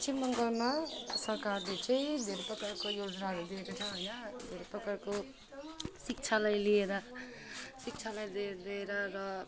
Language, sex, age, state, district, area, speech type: Nepali, female, 18-30, West Bengal, Alipurduar, urban, spontaneous